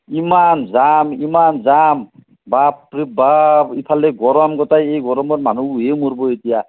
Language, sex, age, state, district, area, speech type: Assamese, male, 45-60, Assam, Nalbari, rural, conversation